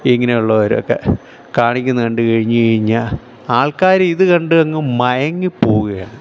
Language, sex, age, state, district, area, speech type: Malayalam, male, 45-60, Kerala, Thiruvananthapuram, urban, spontaneous